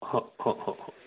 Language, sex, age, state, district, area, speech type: Hindi, male, 30-45, Madhya Pradesh, Ujjain, urban, conversation